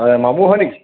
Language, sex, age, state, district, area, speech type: Assamese, male, 30-45, Assam, Nagaon, rural, conversation